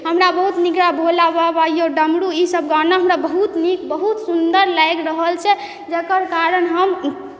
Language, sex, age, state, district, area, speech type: Maithili, female, 18-30, Bihar, Supaul, rural, spontaneous